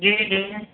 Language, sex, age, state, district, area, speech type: Urdu, male, 45-60, Uttar Pradesh, Gautam Buddha Nagar, urban, conversation